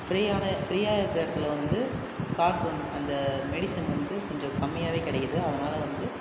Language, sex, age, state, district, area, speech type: Tamil, male, 18-30, Tamil Nadu, Viluppuram, urban, spontaneous